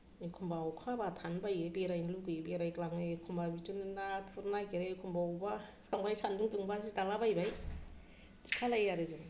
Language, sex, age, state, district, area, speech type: Bodo, female, 45-60, Assam, Kokrajhar, rural, spontaneous